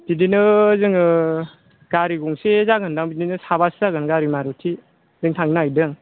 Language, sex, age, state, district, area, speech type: Bodo, female, 30-45, Assam, Chirang, rural, conversation